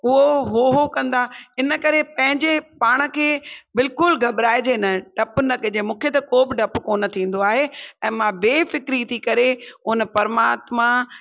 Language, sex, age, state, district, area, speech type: Sindhi, female, 60+, Rajasthan, Ajmer, urban, spontaneous